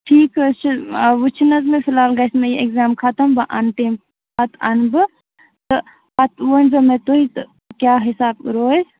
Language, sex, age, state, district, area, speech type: Kashmiri, female, 30-45, Jammu and Kashmir, Baramulla, rural, conversation